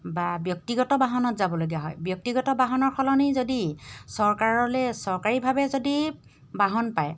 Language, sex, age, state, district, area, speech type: Assamese, female, 45-60, Assam, Golaghat, rural, spontaneous